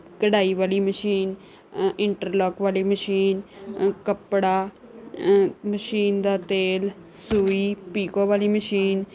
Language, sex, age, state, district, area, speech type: Punjabi, female, 18-30, Punjab, Rupnagar, urban, spontaneous